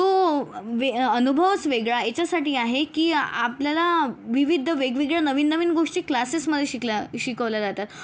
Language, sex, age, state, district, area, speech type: Marathi, female, 18-30, Maharashtra, Yavatmal, rural, spontaneous